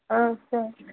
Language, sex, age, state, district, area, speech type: Tamil, female, 30-45, Tamil Nadu, Tiruvannamalai, rural, conversation